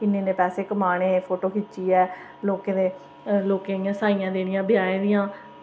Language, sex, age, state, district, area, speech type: Dogri, female, 30-45, Jammu and Kashmir, Samba, rural, spontaneous